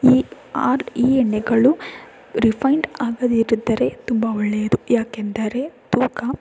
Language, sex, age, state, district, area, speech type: Kannada, female, 18-30, Karnataka, Tumkur, rural, spontaneous